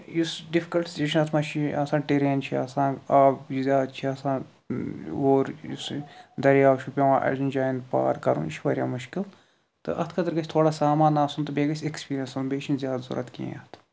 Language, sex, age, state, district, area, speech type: Kashmiri, male, 45-60, Jammu and Kashmir, Budgam, rural, spontaneous